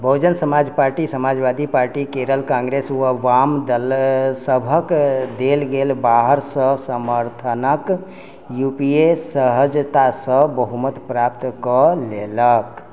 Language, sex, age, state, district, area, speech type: Maithili, male, 60+, Bihar, Sitamarhi, rural, read